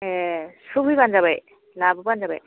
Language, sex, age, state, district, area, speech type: Bodo, female, 30-45, Assam, Kokrajhar, rural, conversation